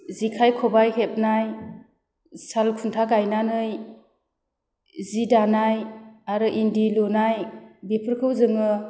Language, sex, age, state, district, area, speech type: Bodo, female, 30-45, Assam, Chirang, rural, spontaneous